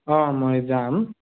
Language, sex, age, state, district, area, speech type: Assamese, male, 30-45, Assam, Dibrugarh, urban, conversation